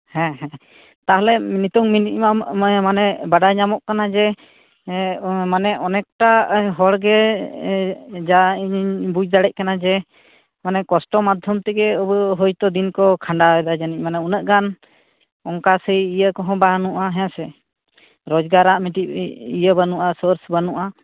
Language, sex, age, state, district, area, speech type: Santali, male, 18-30, West Bengal, Purulia, rural, conversation